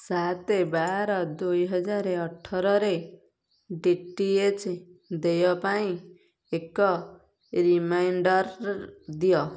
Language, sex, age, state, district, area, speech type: Odia, female, 30-45, Odisha, Kendujhar, urban, read